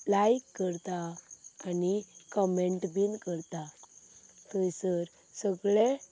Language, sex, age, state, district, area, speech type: Goan Konkani, female, 18-30, Goa, Quepem, rural, spontaneous